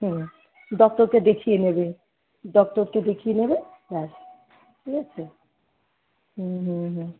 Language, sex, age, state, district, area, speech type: Bengali, female, 60+, West Bengal, Kolkata, urban, conversation